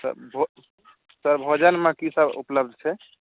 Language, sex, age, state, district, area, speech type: Maithili, male, 30-45, Bihar, Saharsa, urban, conversation